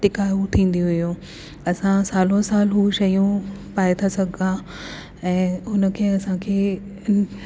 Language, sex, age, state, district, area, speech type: Sindhi, female, 30-45, Delhi, South Delhi, urban, spontaneous